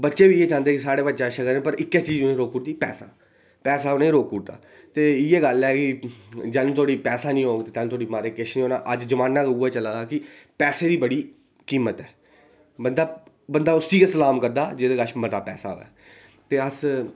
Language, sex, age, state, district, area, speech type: Dogri, male, 18-30, Jammu and Kashmir, Reasi, rural, spontaneous